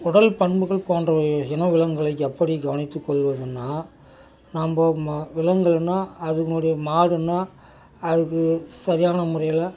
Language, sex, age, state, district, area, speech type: Tamil, male, 60+, Tamil Nadu, Dharmapuri, urban, spontaneous